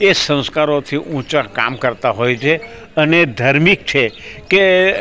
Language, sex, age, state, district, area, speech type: Gujarati, male, 60+, Gujarat, Rajkot, rural, spontaneous